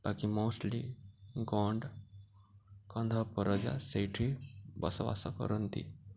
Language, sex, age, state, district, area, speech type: Odia, male, 18-30, Odisha, Subarnapur, urban, spontaneous